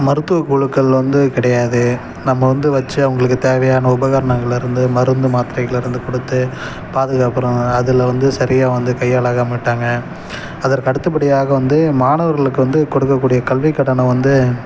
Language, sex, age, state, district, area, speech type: Tamil, male, 30-45, Tamil Nadu, Kallakurichi, rural, spontaneous